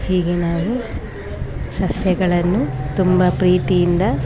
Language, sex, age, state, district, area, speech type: Kannada, female, 45-60, Karnataka, Dakshina Kannada, rural, spontaneous